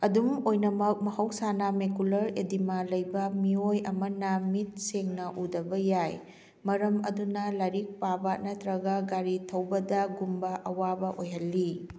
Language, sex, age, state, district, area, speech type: Manipuri, female, 45-60, Manipur, Kakching, rural, read